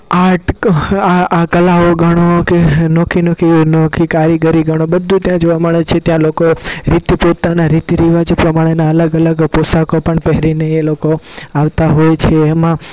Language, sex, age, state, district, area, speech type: Gujarati, male, 18-30, Gujarat, Rajkot, rural, spontaneous